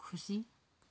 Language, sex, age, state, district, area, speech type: Nepali, female, 45-60, West Bengal, Darjeeling, rural, read